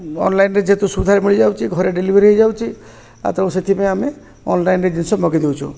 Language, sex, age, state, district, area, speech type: Odia, male, 60+, Odisha, Koraput, urban, spontaneous